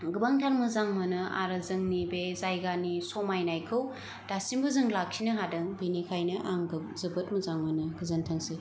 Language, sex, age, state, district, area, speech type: Bodo, female, 30-45, Assam, Kokrajhar, urban, spontaneous